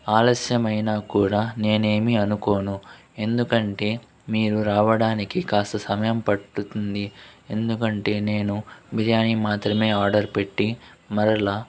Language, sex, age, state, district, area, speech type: Telugu, male, 45-60, Andhra Pradesh, Chittoor, urban, spontaneous